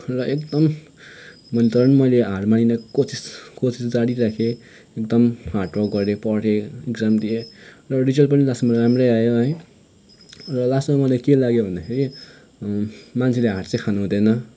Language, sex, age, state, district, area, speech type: Nepali, male, 18-30, West Bengal, Kalimpong, rural, spontaneous